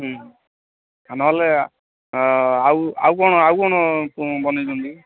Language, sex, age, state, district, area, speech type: Odia, male, 45-60, Odisha, Gajapati, rural, conversation